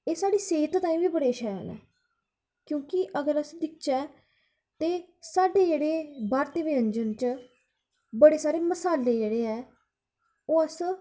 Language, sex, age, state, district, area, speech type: Dogri, female, 18-30, Jammu and Kashmir, Kathua, rural, spontaneous